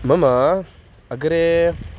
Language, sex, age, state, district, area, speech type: Sanskrit, male, 18-30, Maharashtra, Nagpur, urban, spontaneous